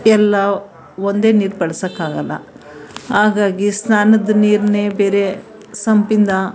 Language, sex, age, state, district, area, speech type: Kannada, female, 45-60, Karnataka, Mandya, urban, spontaneous